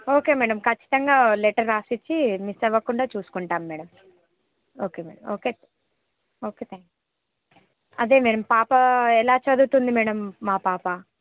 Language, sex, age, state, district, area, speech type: Telugu, female, 30-45, Telangana, Ranga Reddy, rural, conversation